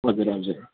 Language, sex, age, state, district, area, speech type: Nepali, male, 30-45, West Bengal, Jalpaiguri, rural, conversation